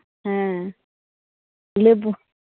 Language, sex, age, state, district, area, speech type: Santali, female, 30-45, West Bengal, Malda, rural, conversation